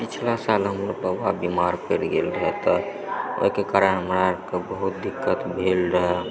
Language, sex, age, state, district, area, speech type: Maithili, male, 18-30, Bihar, Supaul, rural, spontaneous